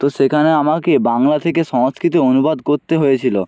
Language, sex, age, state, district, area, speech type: Bengali, male, 18-30, West Bengal, Jalpaiguri, rural, spontaneous